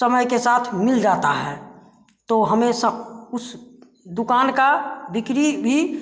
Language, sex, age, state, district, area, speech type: Hindi, female, 45-60, Bihar, Samastipur, rural, spontaneous